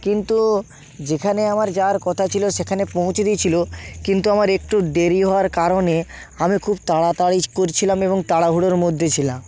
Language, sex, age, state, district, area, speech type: Bengali, male, 18-30, West Bengal, Hooghly, urban, spontaneous